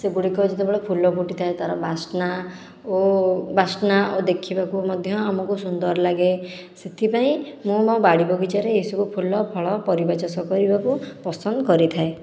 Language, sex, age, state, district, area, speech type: Odia, female, 18-30, Odisha, Khordha, rural, spontaneous